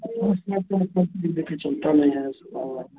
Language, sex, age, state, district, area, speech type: Hindi, male, 60+, Uttar Pradesh, Chandauli, urban, conversation